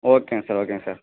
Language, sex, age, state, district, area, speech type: Tamil, male, 18-30, Tamil Nadu, Namakkal, rural, conversation